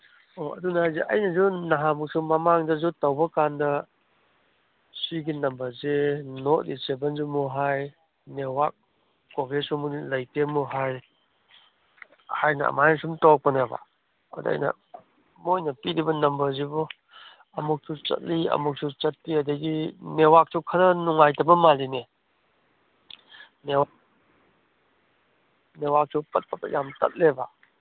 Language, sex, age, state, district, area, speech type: Manipuri, male, 30-45, Manipur, Kangpokpi, urban, conversation